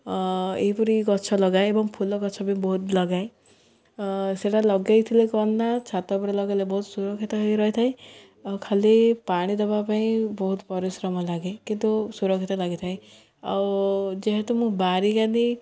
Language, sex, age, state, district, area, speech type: Odia, female, 18-30, Odisha, Ganjam, urban, spontaneous